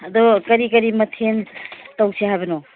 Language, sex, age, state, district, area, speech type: Manipuri, female, 60+, Manipur, Imphal East, rural, conversation